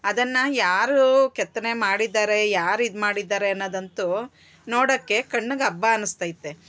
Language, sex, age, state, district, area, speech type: Kannada, female, 45-60, Karnataka, Bangalore Urban, urban, spontaneous